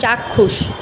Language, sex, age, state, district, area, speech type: Bengali, female, 30-45, West Bengal, Kolkata, urban, read